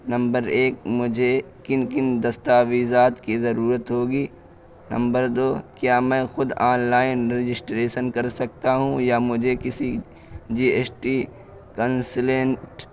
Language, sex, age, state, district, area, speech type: Urdu, male, 18-30, Uttar Pradesh, Balrampur, rural, spontaneous